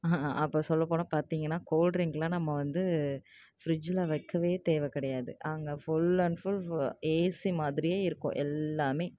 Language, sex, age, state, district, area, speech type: Tamil, female, 30-45, Tamil Nadu, Tiruvarur, rural, spontaneous